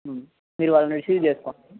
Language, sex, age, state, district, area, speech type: Telugu, male, 18-30, Andhra Pradesh, Eluru, urban, conversation